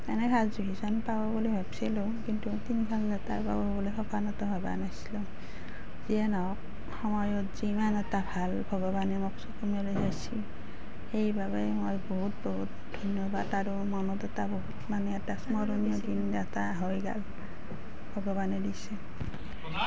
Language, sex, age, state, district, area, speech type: Assamese, female, 30-45, Assam, Nalbari, rural, spontaneous